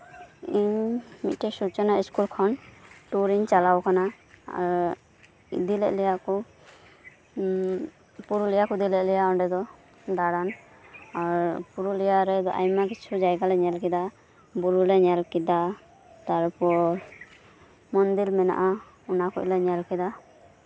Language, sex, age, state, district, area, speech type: Santali, female, 18-30, West Bengal, Birbhum, rural, spontaneous